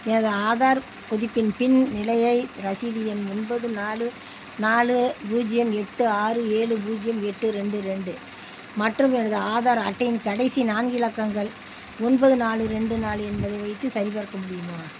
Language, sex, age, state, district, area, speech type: Tamil, female, 60+, Tamil Nadu, Tiruppur, rural, read